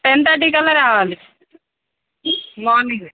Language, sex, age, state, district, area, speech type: Telugu, female, 30-45, Andhra Pradesh, Bapatla, urban, conversation